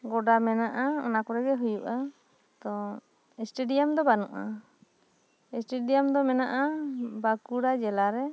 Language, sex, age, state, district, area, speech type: Santali, female, 30-45, West Bengal, Bankura, rural, spontaneous